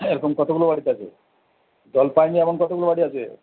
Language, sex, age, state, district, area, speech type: Bengali, male, 45-60, West Bengal, Purba Bardhaman, urban, conversation